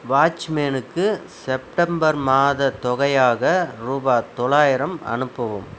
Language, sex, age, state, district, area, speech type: Tamil, male, 45-60, Tamil Nadu, Dharmapuri, rural, read